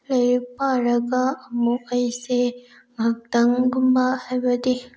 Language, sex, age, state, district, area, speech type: Manipuri, female, 18-30, Manipur, Bishnupur, rural, spontaneous